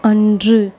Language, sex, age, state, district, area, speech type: Tamil, female, 45-60, Tamil Nadu, Sivaganga, rural, read